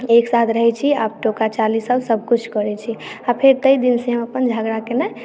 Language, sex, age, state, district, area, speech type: Maithili, female, 18-30, Bihar, Madhubani, rural, spontaneous